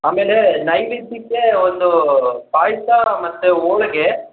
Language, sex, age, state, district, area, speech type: Kannada, male, 18-30, Karnataka, Chitradurga, urban, conversation